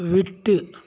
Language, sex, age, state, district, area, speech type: Tamil, male, 60+, Tamil Nadu, Kallakurichi, urban, read